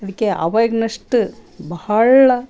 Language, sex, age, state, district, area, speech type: Kannada, female, 60+, Karnataka, Koppal, rural, spontaneous